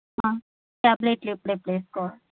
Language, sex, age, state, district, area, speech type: Telugu, female, 45-60, Andhra Pradesh, Nellore, rural, conversation